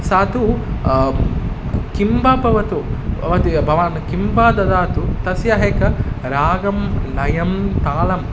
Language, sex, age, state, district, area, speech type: Sanskrit, male, 18-30, Telangana, Hyderabad, urban, spontaneous